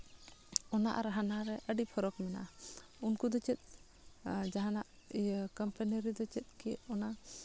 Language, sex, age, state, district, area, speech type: Santali, female, 30-45, Jharkhand, Seraikela Kharsawan, rural, spontaneous